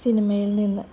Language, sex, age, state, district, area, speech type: Malayalam, female, 45-60, Kerala, Palakkad, rural, spontaneous